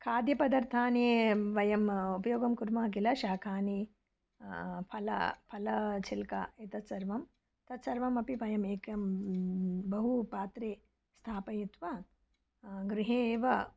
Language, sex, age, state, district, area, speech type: Sanskrit, female, 45-60, Karnataka, Bangalore Urban, urban, spontaneous